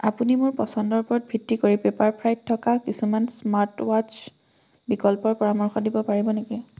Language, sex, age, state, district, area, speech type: Assamese, female, 18-30, Assam, Majuli, urban, read